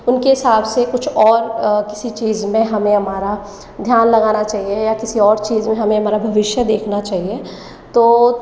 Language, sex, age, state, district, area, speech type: Hindi, female, 18-30, Rajasthan, Jaipur, urban, spontaneous